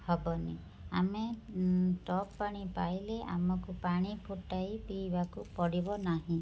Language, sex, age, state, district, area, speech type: Odia, female, 30-45, Odisha, Cuttack, urban, spontaneous